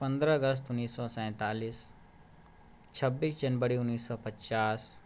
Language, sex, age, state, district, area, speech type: Maithili, male, 30-45, Bihar, Sitamarhi, rural, spontaneous